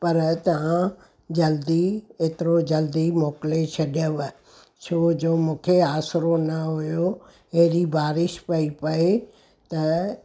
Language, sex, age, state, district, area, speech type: Sindhi, female, 60+, Gujarat, Surat, urban, spontaneous